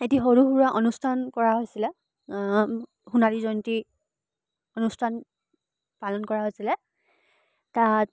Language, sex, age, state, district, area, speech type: Assamese, female, 18-30, Assam, Charaideo, urban, spontaneous